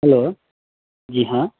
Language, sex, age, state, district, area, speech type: Maithili, male, 18-30, Bihar, Sitamarhi, urban, conversation